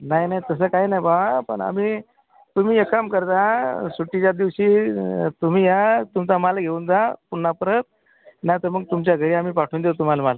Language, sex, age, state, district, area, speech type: Marathi, male, 45-60, Maharashtra, Akola, urban, conversation